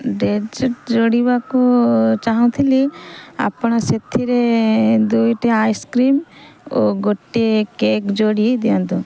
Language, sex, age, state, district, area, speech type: Odia, female, 30-45, Odisha, Kendrapara, urban, spontaneous